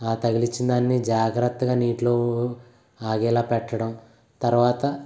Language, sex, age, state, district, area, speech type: Telugu, male, 18-30, Andhra Pradesh, Eluru, rural, spontaneous